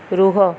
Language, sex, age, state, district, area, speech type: Odia, female, 18-30, Odisha, Ganjam, urban, read